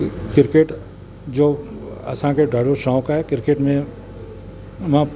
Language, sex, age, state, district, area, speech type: Sindhi, male, 60+, Uttar Pradesh, Lucknow, urban, spontaneous